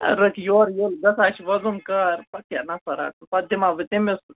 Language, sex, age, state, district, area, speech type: Kashmiri, male, 18-30, Jammu and Kashmir, Baramulla, rural, conversation